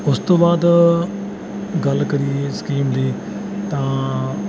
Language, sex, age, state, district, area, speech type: Punjabi, male, 18-30, Punjab, Bathinda, urban, spontaneous